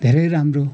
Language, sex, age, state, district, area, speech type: Nepali, male, 60+, West Bengal, Kalimpong, rural, spontaneous